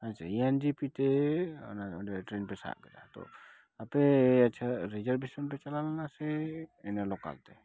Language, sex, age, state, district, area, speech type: Santali, male, 30-45, West Bengal, Dakshin Dinajpur, rural, spontaneous